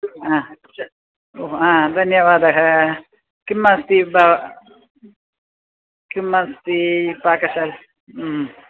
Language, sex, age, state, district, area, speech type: Sanskrit, female, 60+, Tamil Nadu, Chennai, urban, conversation